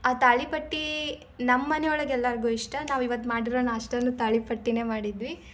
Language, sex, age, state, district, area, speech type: Kannada, female, 18-30, Karnataka, Dharwad, rural, spontaneous